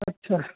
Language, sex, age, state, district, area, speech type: Hindi, male, 18-30, Uttar Pradesh, Azamgarh, rural, conversation